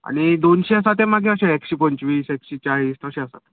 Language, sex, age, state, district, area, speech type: Goan Konkani, male, 18-30, Goa, Canacona, rural, conversation